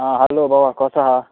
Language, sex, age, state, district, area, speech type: Goan Konkani, male, 18-30, Goa, Tiswadi, rural, conversation